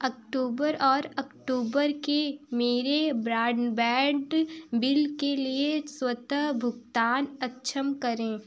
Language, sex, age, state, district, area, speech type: Hindi, female, 18-30, Uttar Pradesh, Prayagraj, urban, read